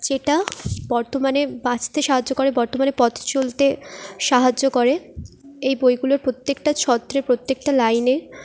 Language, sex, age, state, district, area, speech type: Bengali, female, 18-30, West Bengal, Jhargram, rural, spontaneous